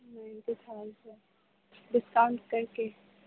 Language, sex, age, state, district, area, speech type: Urdu, female, 18-30, Uttar Pradesh, Gautam Buddha Nagar, urban, conversation